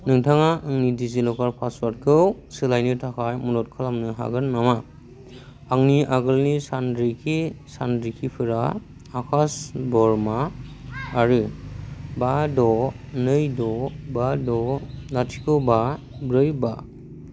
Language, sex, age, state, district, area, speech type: Bodo, male, 18-30, Assam, Kokrajhar, rural, read